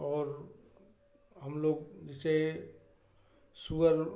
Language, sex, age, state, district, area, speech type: Hindi, male, 45-60, Uttar Pradesh, Prayagraj, rural, spontaneous